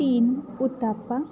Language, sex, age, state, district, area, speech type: Marathi, female, 18-30, Maharashtra, Satara, rural, spontaneous